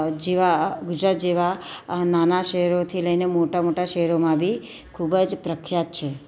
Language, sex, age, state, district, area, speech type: Gujarati, female, 30-45, Gujarat, Surat, urban, spontaneous